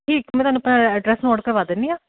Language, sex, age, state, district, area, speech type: Punjabi, female, 30-45, Punjab, Shaheed Bhagat Singh Nagar, urban, conversation